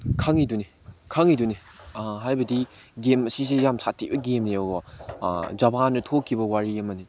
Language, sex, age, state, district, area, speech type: Manipuri, male, 18-30, Manipur, Chandel, rural, spontaneous